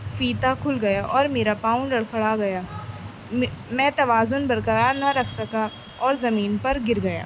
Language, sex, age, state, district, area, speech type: Urdu, female, 18-30, Delhi, East Delhi, urban, spontaneous